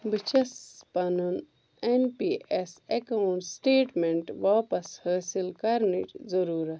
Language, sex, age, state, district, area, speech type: Kashmiri, female, 30-45, Jammu and Kashmir, Ganderbal, rural, read